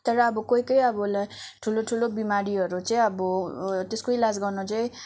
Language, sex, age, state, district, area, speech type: Nepali, female, 18-30, West Bengal, Darjeeling, rural, spontaneous